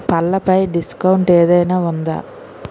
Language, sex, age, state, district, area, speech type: Telugu, female, 60+, Andhra Pradesh, Vizianagaram, rural, read